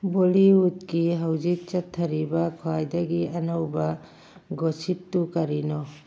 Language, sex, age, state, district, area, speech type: Manipuri, female, 45-60, Manipur, Churachandpur, urban, read